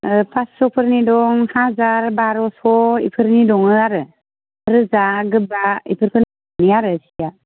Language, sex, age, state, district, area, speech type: Bodo, female, 18-30, Assam, Baksa, rural, conversation